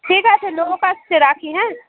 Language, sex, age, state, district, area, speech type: Bengali, female, 30-45, West Bengal, Alipurduar, rural, conversation